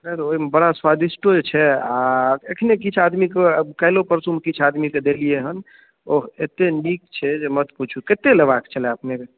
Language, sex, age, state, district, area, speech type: Maithili, male, 18-30, Bihar, Darbhanga, urban, conversation